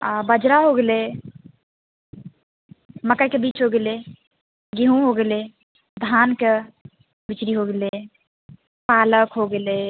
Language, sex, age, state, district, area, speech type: Maithili, female, 18-30, Bihar, Purnia, rural, conversation